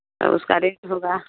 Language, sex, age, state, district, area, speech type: Hindi, female, 30-45, Bihar, Vaishali, rural, conversation